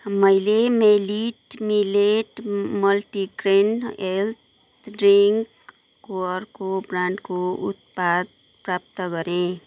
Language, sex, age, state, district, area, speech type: Nepali, female, 30-45, West Bengal, Kalimpong, rural, read